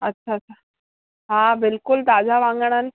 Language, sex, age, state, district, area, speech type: Sindhi, female, 18-30, Gujarat, Kutch, rural, conversation